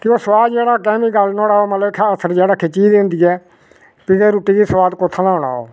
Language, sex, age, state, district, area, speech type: Dogri, male, 60+, Jammu and Kashmir, Reasi, rural, spontaneous